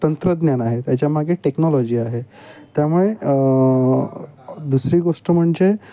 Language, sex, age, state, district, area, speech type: Marathi, male, 30-45, Maharashtra, Mumbai Suburban, urban, spontaneous